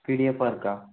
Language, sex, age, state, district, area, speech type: Tamil, male, 18-30, Tamil Nadu, Namakkal, rural, conversation